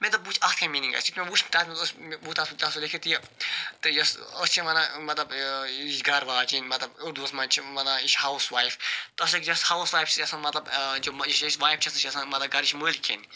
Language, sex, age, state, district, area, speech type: Kashmiri, male, 45-60, Jammu and Kashmir, Budgam, urban, spontaneous